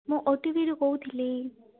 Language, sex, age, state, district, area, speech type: Odia, female, 18-30, Odisha, Malkangiri, urban, conversation